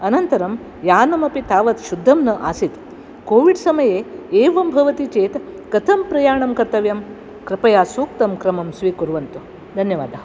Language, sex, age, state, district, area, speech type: Sanskrit, female, 60+, Karnataka, Dakshina Kannada, urban, spontaneous